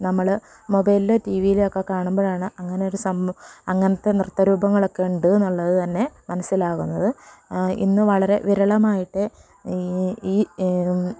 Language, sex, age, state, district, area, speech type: Malayalam, female, 30-45, Kerala, Malappuram, rural, spontaneous